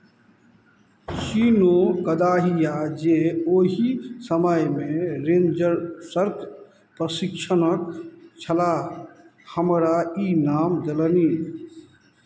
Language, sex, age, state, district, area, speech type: Maithili, male, 45-60, Bihar, Madhubani, rural, read